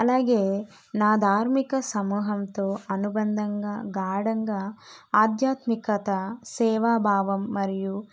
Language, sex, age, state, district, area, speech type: Telugu, female, 18-30, Andhra Pradesh, Kadapa, urban, spontaneous